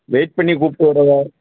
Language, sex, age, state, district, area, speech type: Tamil, male, 45-60, Tamil Nadu, Theni, rural, conversation